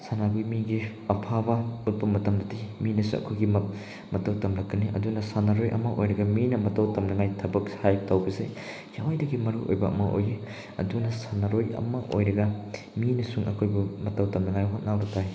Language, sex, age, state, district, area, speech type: Manipuri, male, 18-30, Manipur, Chandel, rural, spontaneous